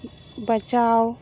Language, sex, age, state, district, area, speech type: Hindi, female, 18-30, Madhya Pradesh, Seoni, urban, read